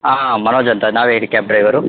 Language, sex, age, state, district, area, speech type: Kannada, male, 18-30, Karnataka, Tumkur, urban, conversation